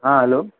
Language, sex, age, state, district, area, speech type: Marathi, male, 45-60, Maharashtra, Thane, rural, conversation